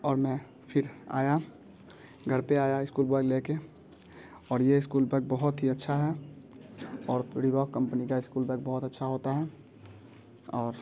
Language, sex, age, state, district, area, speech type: Hindi, male, 18-30, Bihar, Muzaffarpur, rural, spontaneous